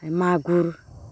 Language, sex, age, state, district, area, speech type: Bodo, female, 45-60, Assam, Baksa, rural, spontaneous